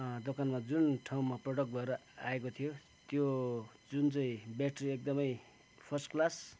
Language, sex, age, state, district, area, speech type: Nepali, male, 45-60, West Bengal, Kalimpong, rural, spontaneous